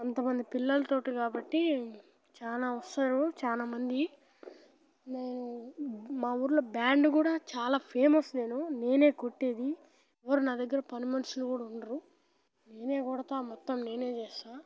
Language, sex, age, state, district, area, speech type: Telugu, male, 18-30, Telangana, Nalgonda, rural, spontaneous